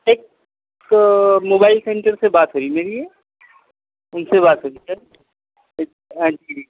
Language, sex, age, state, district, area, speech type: Urdu, male, 45-60, Telangana, Hyderabad, urban, conversation